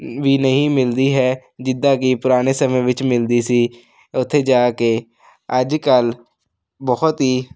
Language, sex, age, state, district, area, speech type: Punjabi, male, 18-30, Punjab, Hoshiarpur, rural, spontaneous